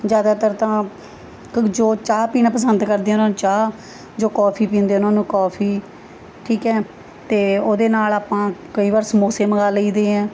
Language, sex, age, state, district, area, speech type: Punjabi, female, 45-60, Punjab, Mohali, urban, spontaneous